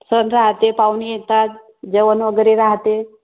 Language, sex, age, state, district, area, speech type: Marathi, female, 30-45, Maharashtra, Wardha, rural, conversation